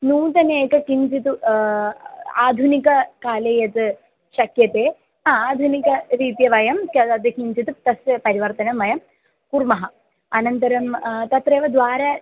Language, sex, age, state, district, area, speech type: Sanskrit, female, 18-30, Kerala, Thiruvananthapuram, urban, conversation